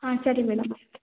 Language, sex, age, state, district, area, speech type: Kannada, female, 30-45, Karnataka, Hassan, urban, conversation